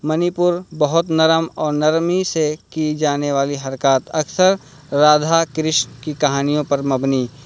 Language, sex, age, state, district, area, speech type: Urdu, male, 18-30, Uttar Pradesh, Balrampur, rural, spontaneous